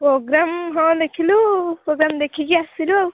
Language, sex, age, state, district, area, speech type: Odia, female, 18-30, Odisha, Jagatsinghpur, rural, conversation